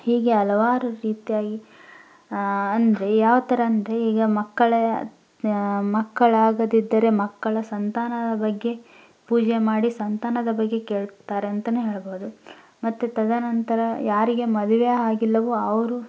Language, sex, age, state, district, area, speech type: Kannada, female, 18-30, Karnataka, Koppal, rural, spontaneous